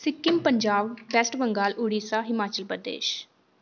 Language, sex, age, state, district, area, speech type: Dogri, female, 18-30, Jammu and Kashmir, Reasi, rural, spontaneous